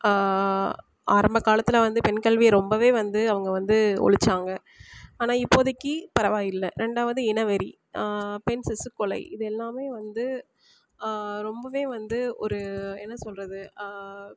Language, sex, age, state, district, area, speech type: Tamil, female, 30-45, Tamil Nadu, Sivaganga, rural, spontaneous